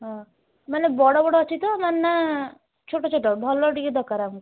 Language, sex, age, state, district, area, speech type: Odia, female, 18-30, Odisha, Kalahandi, rural, conversation